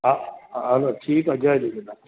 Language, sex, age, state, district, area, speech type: Sindhi, male, 60+, Rajasthan, Ajmer, rural, conversation